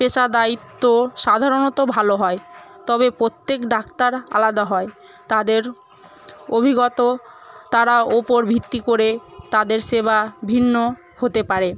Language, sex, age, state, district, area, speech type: Bengali, female, 18-30, West Bengal, Murshidabad, rural, spontaneous